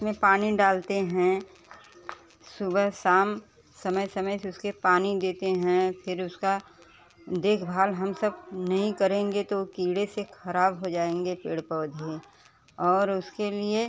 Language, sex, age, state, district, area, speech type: Hindi, female, 30-45, Uttar Pradesh, Bhadohi, rural, spontaneous